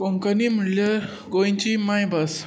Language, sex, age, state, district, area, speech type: Goan Konkani, male, 18-30, Goa, Tiswadi, rural, spontaneous